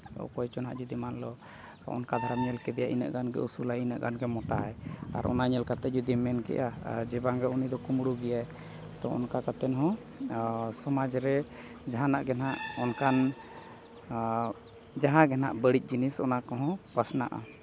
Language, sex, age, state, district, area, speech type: Santali, male, 30-45, Jharkhand, Seraikela Kharsawan, rural, spontaneous